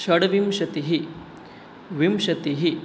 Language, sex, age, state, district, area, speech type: Sanskrit, male, 18-30, West Bengal, Alipurduar, rural, spontaneous